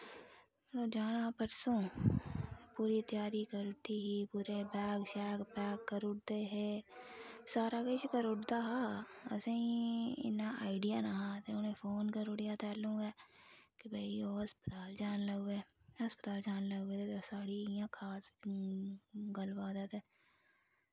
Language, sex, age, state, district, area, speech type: Dogri, female, 45-60, Jammu and Kashmir, Reasi, rural, spontaneous